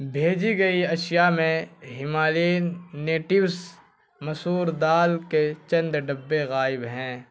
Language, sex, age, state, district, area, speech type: Urdu, male, 18-30, Bihar, Purnia, rural, read